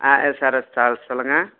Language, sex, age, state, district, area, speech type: Tamil, male, 45-60, Tamil Nadu, Krishnagiri, rural, conversation